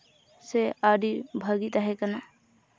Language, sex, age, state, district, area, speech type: Santali, female, 18-30, West Bengal, Purulia, rural, spontaneous